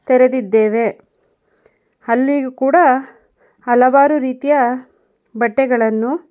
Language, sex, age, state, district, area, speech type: Kannada, female, 30-45, Karnataka, Mandya, rural, spontaneous